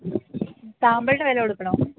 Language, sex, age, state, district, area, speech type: Malayalam, female, 18-30, Kerala, Idukki, rural, conversation